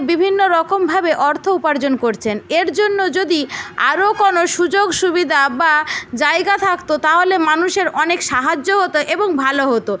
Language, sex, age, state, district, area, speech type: Bengali, female, 18-30, West Bengal, Jhargram, rural, spontaneous